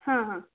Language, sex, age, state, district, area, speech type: Odia, female, 18-30, Odisha, Bhadrak, rural, conversation